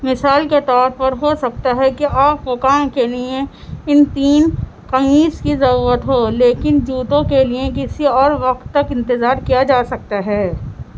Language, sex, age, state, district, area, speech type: Urdu, female, 18-30, Delhi, Central Delhi, urban, read